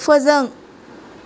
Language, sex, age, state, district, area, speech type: Bodo, female, 30-45, Assam, Chirang, rural, read